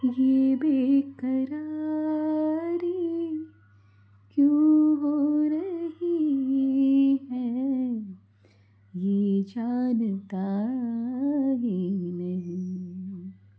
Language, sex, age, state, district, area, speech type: Gujarati, female, 30-45, Gujarat, Anand, urban, spontaneous